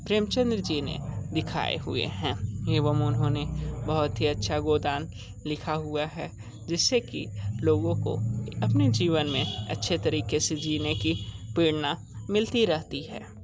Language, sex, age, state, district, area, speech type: Hindi, male, 30-45, Uttar Pradesh, Sonbhadra, rural, spontaneous